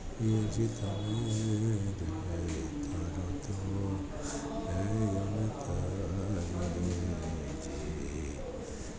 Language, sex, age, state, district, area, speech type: Gujarati, male, 60+, Gujarat, Narmada, rural, spontaneous